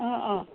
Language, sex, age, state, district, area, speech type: Assamese, female, 45-60, Assam, Sonitpur, urban, conversation